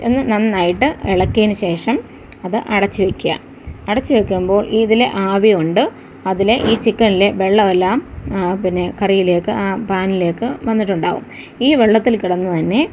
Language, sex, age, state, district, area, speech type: Malayalam, female, 45-60, Kerala, Thiruvananthapuram, rural, spontaneous